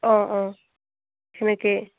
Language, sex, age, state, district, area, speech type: Assamese, female, 18-30, Assam, Dibrugarh, rural, conversation